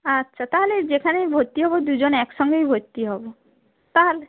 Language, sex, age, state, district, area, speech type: Bengali, female, 30-45, West Bengal, Darjeeling, rural, conversation